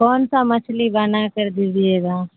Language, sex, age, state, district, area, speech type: Urdu, female, 45-60, Bihar, Supaul, rural, conversation